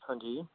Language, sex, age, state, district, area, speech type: Punjabi, male, 18-30, Punjab, Patiala, rural, conversation